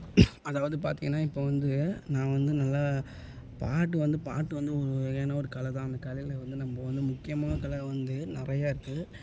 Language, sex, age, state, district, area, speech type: Tamil, male, 18-30, Tamil Nadu, Thanjavur, urban, spontaneous